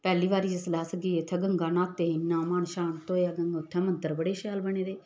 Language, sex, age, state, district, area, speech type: Dogri, female, 45-60, Jammu and Kashmir, Samba, rural, spontaneous